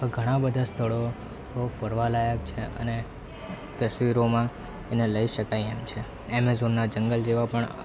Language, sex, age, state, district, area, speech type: Gujarati, male, 18-30, Gujarat, Valsad, rural, spontaneous